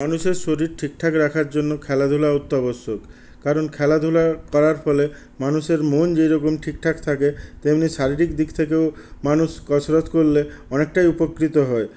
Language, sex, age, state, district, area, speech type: Bengali, male, 60+, West Bengal, Purulia, rural, spontaneous